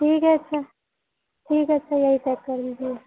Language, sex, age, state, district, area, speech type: Hindi, female, 45-60, Uttar Pradesh, Sitapur, rural, conversation